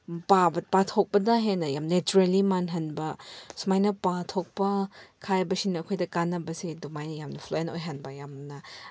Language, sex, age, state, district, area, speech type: Manipuri, female, 45-60, Manipur, Chandel, rural, spontaneous